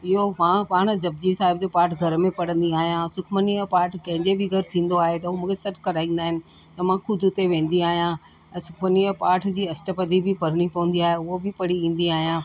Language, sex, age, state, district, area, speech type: Sindhi, female, 60+, Delhi, South Delhi, urban, spontaneous